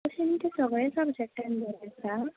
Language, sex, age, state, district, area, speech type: Goan Konkani, female, 18-30, Goa, Tiswadi, rural, conversation